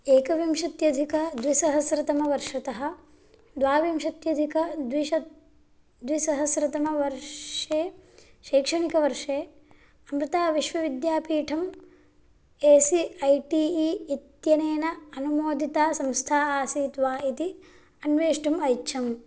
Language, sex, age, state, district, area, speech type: Sanskrit, female, 18-30, Karnataka, Bagalkot, rural, read